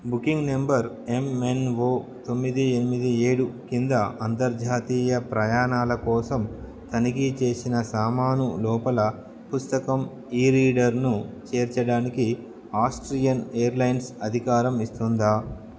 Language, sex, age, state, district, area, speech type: Telugu, male, 30-45, Andhra Pradesh, Nellore, urban, read